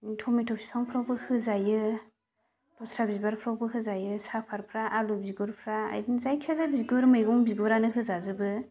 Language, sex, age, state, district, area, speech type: Bodo, female, 30-45, Assam, Chirang, rural, spontaneous